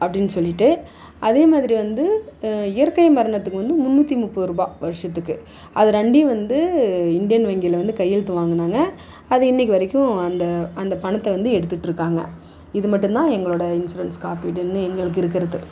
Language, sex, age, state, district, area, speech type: Tamil, female, 60+, Tamil Nadu, Dharmapuri, rural, spontaneous